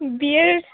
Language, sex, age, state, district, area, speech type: Bengali, female, 18-30, West Bengal, Dakshin Dinajpur, urban, conversation